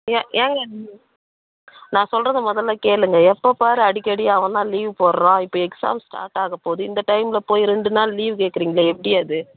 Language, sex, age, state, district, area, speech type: Tamil, female, 30-45, Tamil Nadu, Tiruvannamalai, urban, conversation